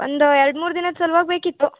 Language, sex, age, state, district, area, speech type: Kannada, female, 18-30, Karnataka, Uttara Kannada, rural, conversation